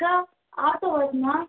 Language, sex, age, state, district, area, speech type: Tamil, female, 18-30, Tamil Nadu, Madurai, urban, conversation